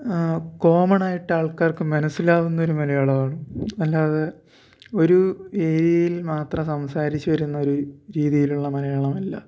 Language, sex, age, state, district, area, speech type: Malayalam, male, 18-30, Kerala, Thiruvananthapuram, rural, spontaneous